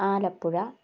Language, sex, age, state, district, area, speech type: Malayalam, female, 18-30, Kerala, Idukki, rural, spontaneous